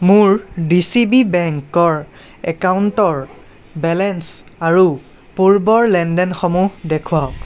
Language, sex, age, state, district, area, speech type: Assamese, male, 18-30, Assam, Nagaon, rural, read